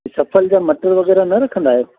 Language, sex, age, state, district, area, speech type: Sindhi, male, 60+, Delhi, South Delhi, urban, conversation